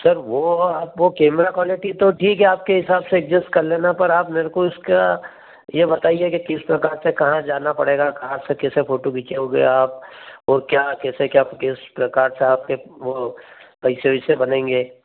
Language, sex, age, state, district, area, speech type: Hindi, male, 30-45, Madhya Pradesh, Ujjain, rural, conversation